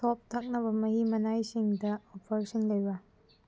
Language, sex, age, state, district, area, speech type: Manipuri, female, 18-30, Manipur, Senapati, rural, read